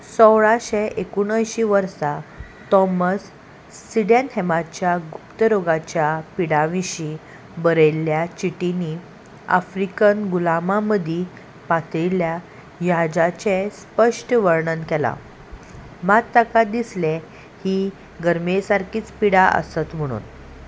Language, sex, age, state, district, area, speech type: Goan Konkani, female, 30-45, Goa, Salcete, urban, read